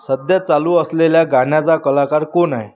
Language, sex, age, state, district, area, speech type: Marathi, female, 18-30, Maharashtra, Amravati, rural, read